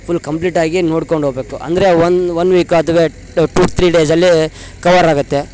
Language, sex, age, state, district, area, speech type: Kannada, male, 30-45, Karnataka, Koppal, rural, spontaneous